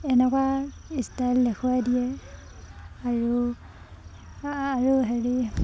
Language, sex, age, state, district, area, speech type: Assamese, female, 30-45, Assam, Sivasagar, rural, spontaneous